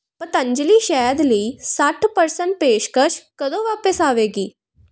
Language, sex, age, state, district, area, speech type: Punjabi, female, 18-30, Punjab, Kapurthala, urban, read